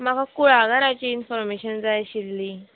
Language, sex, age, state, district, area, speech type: Goan Konkani, female, 45-60, Goa, Quepem, rural, conversation